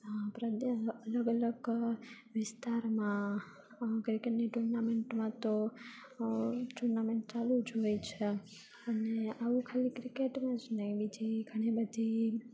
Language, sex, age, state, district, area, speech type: Gujarati, female, 18-30, Gujarat, Junagadh, urban, spontaneous